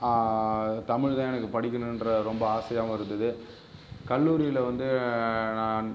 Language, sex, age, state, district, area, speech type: Tamil, male, 18-30, Tamil Nadu, Cuddalore, rural, spontaneous